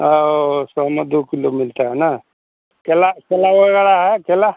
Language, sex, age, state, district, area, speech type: Hindi, male, 60+, Bihar, Madhepura, rural, conversation